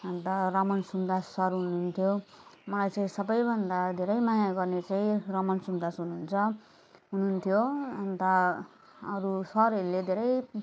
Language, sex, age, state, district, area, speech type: Nepali, female, 30-45, West Bengal, Jalpaiguri, urban, spontaneous